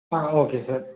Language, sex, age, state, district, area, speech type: Tamil, male, 18-30, Tamil Nadu, Perambalur, rural, conversation